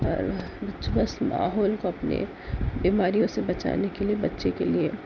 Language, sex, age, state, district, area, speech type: Urdu, female, 30-45, Telangana, Hyderabad, urban, spontaneous